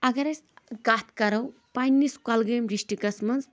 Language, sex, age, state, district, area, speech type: Kashmiri, female, 18-30, Jammu and Kashmir, Kulgam, rural, spontaneous